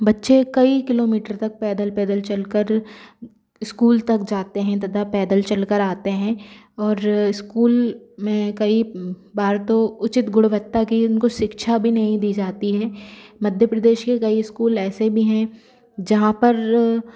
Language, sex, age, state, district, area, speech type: Hindi, female, 60+, Madhya Pradesh, Bhopal, urban, spontaneous